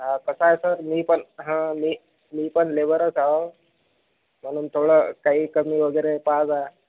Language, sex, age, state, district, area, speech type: Marathi, male, 30-45, Maharashtra, Akola, urban, conversation